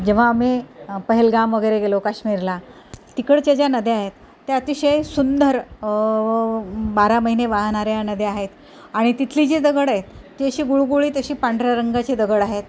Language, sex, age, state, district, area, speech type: Marathi, female, 45-60, Maharashtra, Nanded, rural, spontaneous